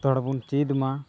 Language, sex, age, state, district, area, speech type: Santali, male, 18-30, Jharkhand, Pakur, rural, spontaneous